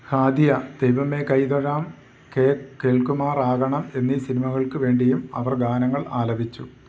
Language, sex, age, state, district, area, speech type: Malayalam, male, 45-60, Kerala, Idukki, rural, read